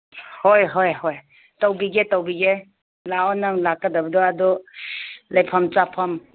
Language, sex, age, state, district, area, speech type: Manipuri, female, 60+, Manipur, Ukhrul, rural, conversation